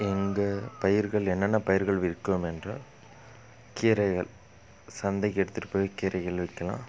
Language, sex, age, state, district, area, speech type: Tamil, male, 30-45, Tamil Nadu, Dharmapuri, rural, spontaneous